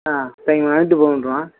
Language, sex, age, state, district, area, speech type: Tamil, male, 30-45, Tamil Nadu, Nagapattinam, rural, conversation